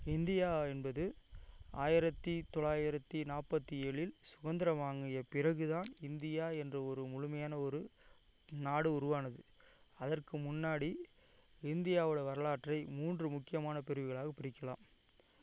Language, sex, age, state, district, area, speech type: Tamil, male, 45-60, Tamil Nadu, Ariyalur, rural, spontaneous